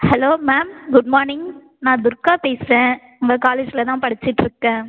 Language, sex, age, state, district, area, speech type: Tamil, female, 18-30, Tamil Nadu, Cuddalore, rural, conversation